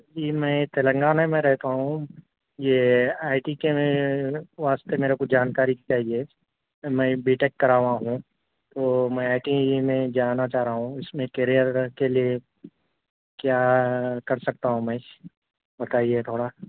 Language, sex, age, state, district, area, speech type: Urdu, male, 30-45, Telangana, Hyderabad, urban, conversation